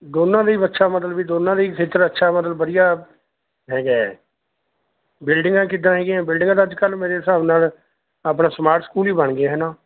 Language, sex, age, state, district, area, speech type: Punjabi, male, 45-60, Punjab, Mansa, urban, conversation